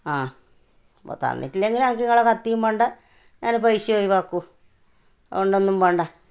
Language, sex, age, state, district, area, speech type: Malayalam, female, 60+, Kerala, Kannur, rural, spontaneous